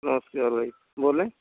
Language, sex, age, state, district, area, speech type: Hindi, male, 60+, Uttar Pradesh, Ayodhya, rural, conversation